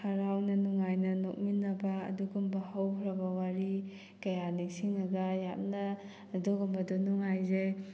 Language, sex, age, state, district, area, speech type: Manipuri, female, 18-30, Manipur, Thoubal, rural, spontaneous